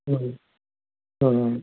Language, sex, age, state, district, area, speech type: Bengali, male, 45-60, West Bengal, Paschim Bardhaman, urban, conversation